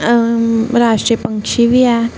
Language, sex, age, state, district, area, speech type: Dogri, female, 18-30, Jammu and Kashmir, Reasi, rural, spontaneous